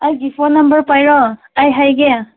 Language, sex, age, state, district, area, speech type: Manipuri, female, 18-30, Manipur, Senapati, urban, conversation